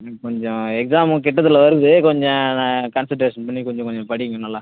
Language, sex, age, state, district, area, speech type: Tamil, male, 30-45, Tamil Nadu, Cuddalore, rural, conversation